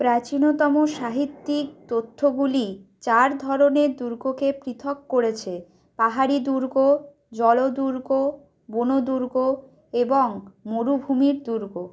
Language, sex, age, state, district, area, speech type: Bengali, female, 30-45, West Bengal, Bankura, urban, read